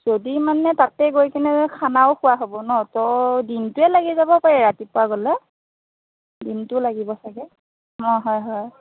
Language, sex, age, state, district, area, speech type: Assamese, female, 30-45, Assam, Morigaon, rural, conversation